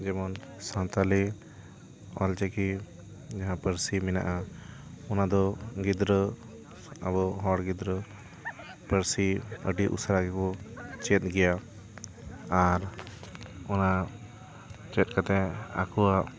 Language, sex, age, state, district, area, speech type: Santali, male, 30-45, West Bengal, Purba Bardhaman, rural, spontaneous